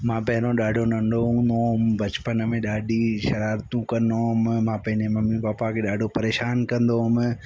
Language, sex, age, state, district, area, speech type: Sindhi, male, 45-60, Madhya Pradesh, Katni, urban, spontaneous